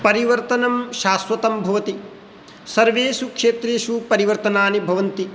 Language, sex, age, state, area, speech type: Sanskrit, male, 30-45, Rajasthan, urban, spontaneous